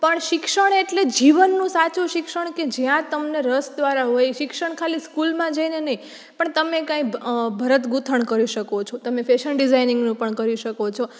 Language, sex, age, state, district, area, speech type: Gujarati, female, 18-30, Gujarat, Rajkot, urban, spontaneous